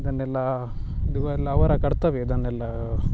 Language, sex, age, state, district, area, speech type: Kannada, male, 30-45, Karnataka, Dakshina Kannada, rural, spontaneous